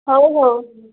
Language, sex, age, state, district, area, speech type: Odia, female, 45-60, Odisha, Nabarangpur, rural, conversation